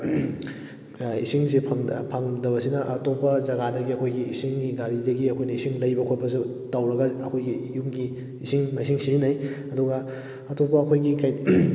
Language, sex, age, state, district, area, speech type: Manipuri, male, 18-30, Manipur, Kakching, rural, spontaneous